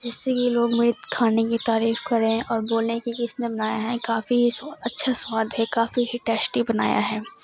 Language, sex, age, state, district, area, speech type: Urdu, female, 18-30, Uttar Pradesh, Ghaziabad, urban, spontaneous